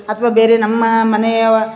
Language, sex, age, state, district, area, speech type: Kannada, female, 45-60, Karnataka, Chitradurga, urban, spontaneous